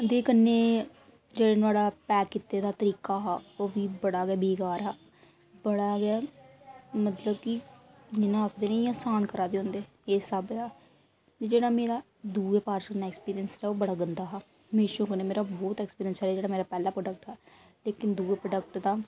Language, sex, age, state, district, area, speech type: Dogri, female, 45-60, Jammu and Kashmir, Reasi, rural, spontaneous